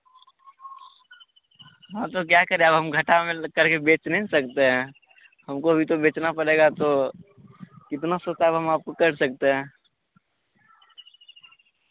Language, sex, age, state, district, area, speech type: Hindi, male, 18-30, Bihar, Begusarai, rural, conversation